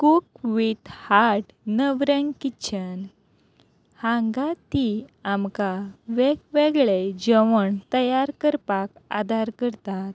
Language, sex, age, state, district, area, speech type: Goan Konkani, female, 30-45, Goa, Quepem, rural, spontaneous